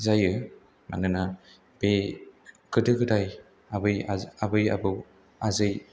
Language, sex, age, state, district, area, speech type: Bodo, male, 18-30, Assam, Chirang, urban, spontaneous